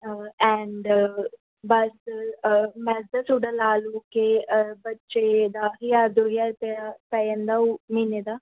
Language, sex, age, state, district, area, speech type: Punjabi, female, 18-30, Punjab, Mansa, rural, conversation